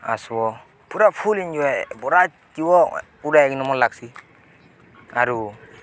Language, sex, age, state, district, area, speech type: Odia, male, 18-30, Odisha, Balangir, urban, spontaneous